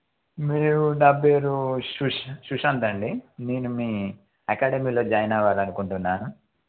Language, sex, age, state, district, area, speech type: Telugu, male, 18-30, Telangana, Yadadri Bhuvanagiri, urban, conversation